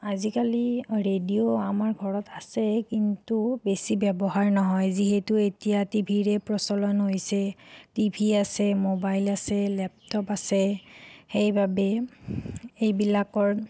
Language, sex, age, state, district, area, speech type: Assamese, female, 45-60, Assam, Nagaon, rural, spontaneous